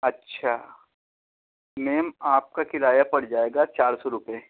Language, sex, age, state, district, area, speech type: Urdu, male, 18-30, Uttar Pradesh, Balrampur, rural, conversation